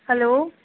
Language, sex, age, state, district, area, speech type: Urdu, female, 30-45, Uttar Pradesh, Rampur, urban, conversation